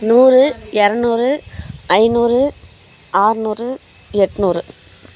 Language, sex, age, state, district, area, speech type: Tamil, female, 18-30, Tamil Nadu, Kallakurichi, urban, spontaneous